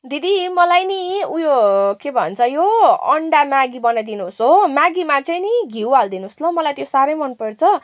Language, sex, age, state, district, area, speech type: Nepali, female, 18-30, West Bengal, Darjeeling, rural, spontaneous